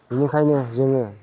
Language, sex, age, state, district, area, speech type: Bodo, male, 45-60, Assam, Udalguri, rural, spontaneous